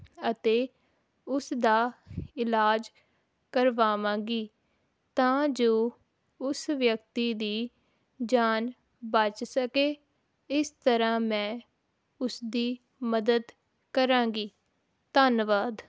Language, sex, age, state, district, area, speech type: Punjabi, female, 18-30, Punjab, Hoshiarpur, rural, spontaneous